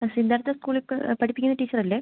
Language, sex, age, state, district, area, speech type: Malayalam, female, 18-30, Kerala, Kollam, rural, conversation